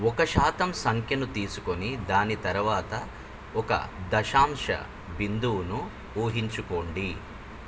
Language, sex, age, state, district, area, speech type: Telugu, male, 45-60, Andhra Pradesh, Nellore, urban, read